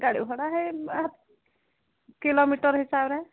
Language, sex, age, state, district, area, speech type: Odia, female, 45-60, Odisha, Sambalpur, rural, conversation